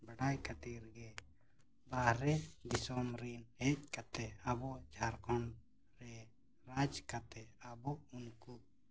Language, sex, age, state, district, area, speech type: Santali, male, 30-45, Jharkhand, East Singhbhum, rural, spontaneous